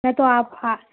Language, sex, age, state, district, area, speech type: Urdu, female, 30-45, Telangana, Hyderabad, urban, conversation